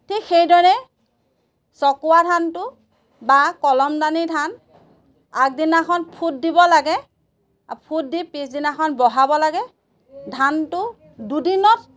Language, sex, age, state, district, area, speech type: Assamese, female, 45-60, Assam, Golaghat, rural, spontaneous